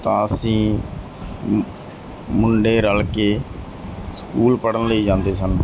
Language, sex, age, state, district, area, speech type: Punjabi, male, 30-45, Punjab, Mansa, urban, spontaneous